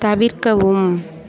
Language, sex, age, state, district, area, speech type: Tamil, female, 18-30, Tamil Nadu, Mayiladuthurai, rural, read